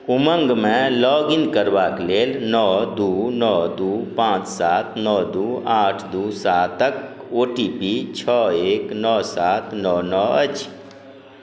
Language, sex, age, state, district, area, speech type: Maithili, male, 60+, Bihar, Madhubani, rural, read